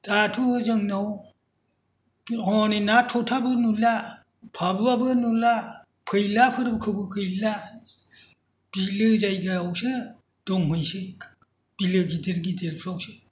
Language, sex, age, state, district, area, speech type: Bodo, male, 60+, Assam, Kokrajhar, rural, spontaneous